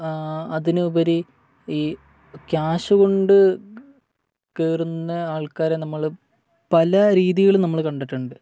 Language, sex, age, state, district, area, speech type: Malayalam, male, 18-30, Kerala, Wayanad, rural, spontaneous